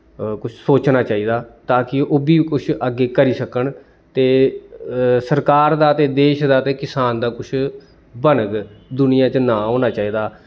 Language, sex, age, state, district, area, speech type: Dogri, male, 30-45, Jammu and Kashmir, Samba, rural, spontaneous